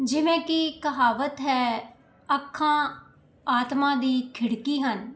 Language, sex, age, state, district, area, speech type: Punjabi, female, 45-60, Punjab, Jalandhar, urban, spontaneous